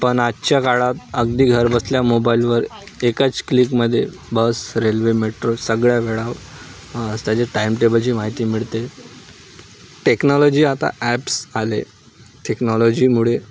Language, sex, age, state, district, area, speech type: Marathi, male, 18-30, Maharashtra, Nagpur, rural, spontaneous